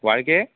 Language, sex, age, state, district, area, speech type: Goan Konkani, male, 18-30, Goa, Bardez, urban, conversation